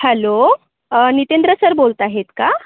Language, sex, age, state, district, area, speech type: Marathi, female, 30-45, Maharashtra, Yavatmal, urban, conversation